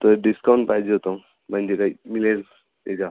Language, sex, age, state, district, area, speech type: Marathi, male, 18-30, Maharashtra, Amravati, urban, conversation